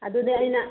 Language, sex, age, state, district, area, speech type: Manipuri, female, 45-60, Manipur, Kakching, rural, conversation